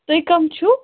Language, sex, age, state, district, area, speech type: Kashmiri, female, 18-30, Jammu and Kashmir, Pulwama, rural, conversation